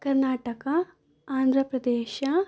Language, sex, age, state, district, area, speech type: Kannada, female, 18-30, Karnataka, Bangalore Rural, urban, spontaneous